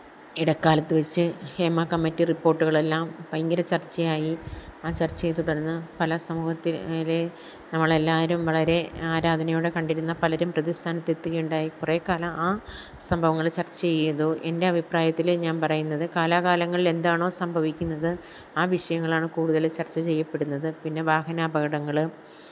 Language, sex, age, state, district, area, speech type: Malayalam, female, 30-45, Kerala, Kollam, rural, spontaneous